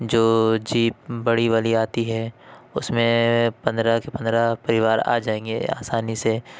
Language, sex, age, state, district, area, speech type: Urdu, male, 30-45, Uttar Pradesh, Lucknow, urban, spontaneous